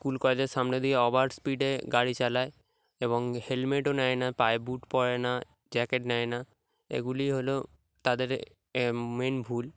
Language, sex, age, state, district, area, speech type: Bengali, male, 18-30, West Bengal, Dakshin Dinajpur, urban, spontaneous